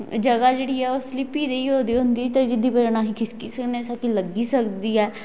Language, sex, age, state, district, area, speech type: Dogri, female, 18-30, Jammu and Kashmir, Kathua, rural, spontaneous